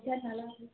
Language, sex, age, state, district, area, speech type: Bengali, female, 60+, West Bengal, Darjeeling, urban, conversation